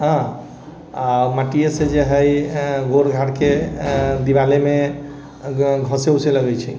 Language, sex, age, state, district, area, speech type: Maithili, male, 30-45, Bihar, Sitamarhi, urban, spontaneous